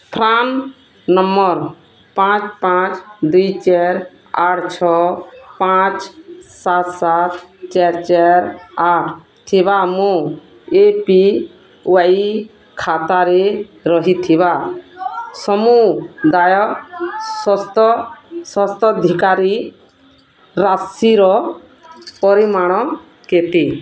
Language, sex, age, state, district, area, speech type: Odia, female, 45-60, Odisha, Bargarh, urban, read